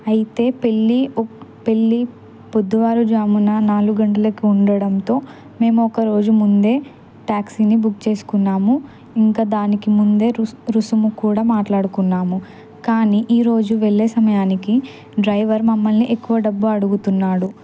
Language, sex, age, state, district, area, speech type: Telugu, female, 18-30, Telangana, Kamareddy, urban, spontaneous